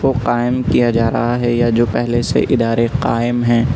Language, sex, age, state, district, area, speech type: Urdu, male, 18-30, Delhi, North West Delhi, urban, spontaneous